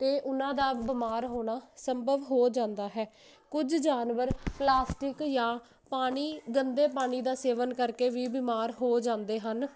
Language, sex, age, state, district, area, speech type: Punjabi, female, 18-30, Punjab, Jalandhar, urban, spontaneous